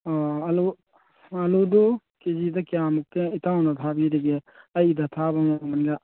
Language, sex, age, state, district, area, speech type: Manipuri, male, 45-60, Manipur, Churachandpur, rural, conversation